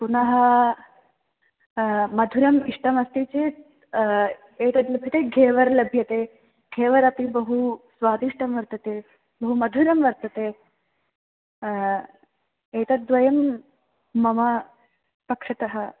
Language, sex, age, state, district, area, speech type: Sanskrit, female, 18-30, Kerala, Palakkad, urban, conversation